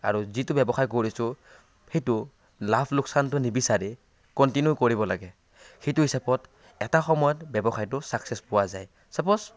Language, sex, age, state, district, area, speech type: Assamese, male, 18-30, Assam, Kamrup Metropolitan, rural, spontaneous